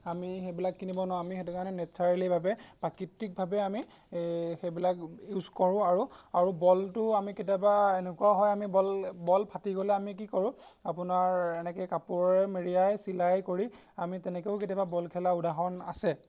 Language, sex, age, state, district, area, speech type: Assamese, male, 18-30, Assam, Golaghat, rural, spontaneous